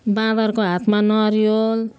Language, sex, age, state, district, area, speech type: Nepali, female, 60+, West Bengal, Jalpaiguri, urban, spontaneous